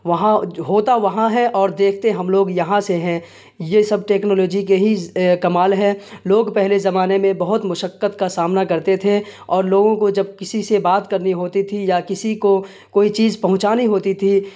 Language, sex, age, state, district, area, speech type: Urdu, male, 30-45, Bihar, Darbhanga, rural, spontaneous